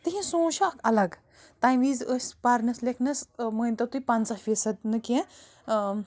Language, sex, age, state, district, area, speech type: Kashmiri, female, 45-60, Jammu and Kashmir, Bandipora, rural, spontaneous